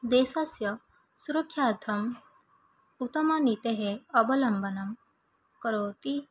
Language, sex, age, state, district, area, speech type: Sanskrit, female, 18-30, Odisha, Nayagarh, rural, spontaneous